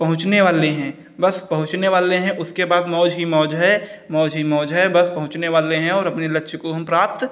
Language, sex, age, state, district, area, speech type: Hindi, male, 30-45, Uttar Pradesh, Hardoi, rural, spontaneous